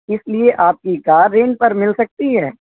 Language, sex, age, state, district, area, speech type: Urdu, male, 18-30, Uttar Pradesh, Shahjahanpur, rural, conversation